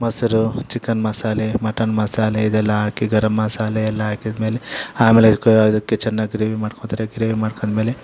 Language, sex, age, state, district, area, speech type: Kannada, male, 30-45, Karnataka, Kolar, urban, spontaneous